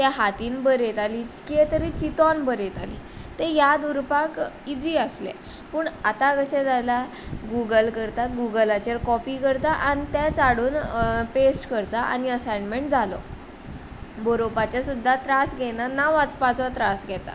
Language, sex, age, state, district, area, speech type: Goan Konkani, female, 18-30, Goa, Ponda, rural, spontaneous